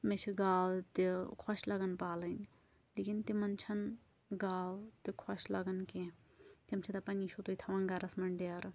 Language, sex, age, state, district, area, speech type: Kashmiri, female, 30-45, Jammu and Kashmir, Shopian, rural, spontaneous